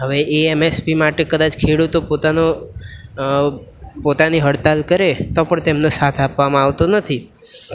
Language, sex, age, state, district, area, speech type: Gujarati, male, 18-30, Gujarat, Valsad, rural, spontaneous